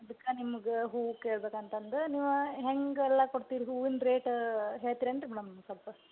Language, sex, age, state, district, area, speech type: Kannada, female, 30-45, Karnataka, Gadag, rural, conversation